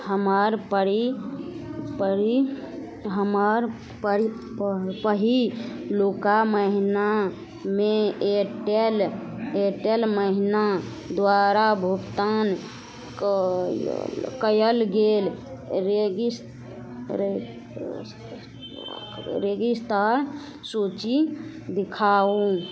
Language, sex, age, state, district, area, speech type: Maithili, female, 18-30, Bihar, Araria, rural, read